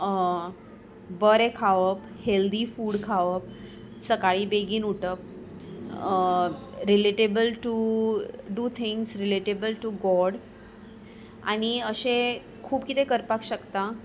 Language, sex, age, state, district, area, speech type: Goan Konkani, female, 30-45, Goa, Salcete, urban, spontaneous